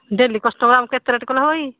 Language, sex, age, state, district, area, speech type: Odia, female, 60+, Odisha, Angul, rural, conversation